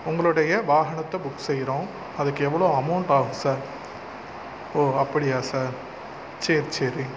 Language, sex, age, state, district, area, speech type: Tamil, male, 45-60, Tamil Nadu, Pudukkottai, rural, spontaneous